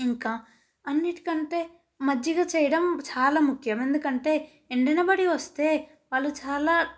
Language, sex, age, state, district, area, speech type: Telugu, female, 18-30, Telangana, Nalgonda, urban, spontaneous